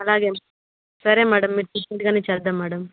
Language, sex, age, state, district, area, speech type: Telugu, female, 30-45, Andhra Pradesh, Chittoor, rural, conversation